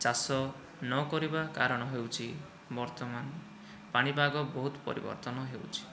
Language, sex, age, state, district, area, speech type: Odia, male, 45-60, Odisha, Kandhamal, rural, spontaneous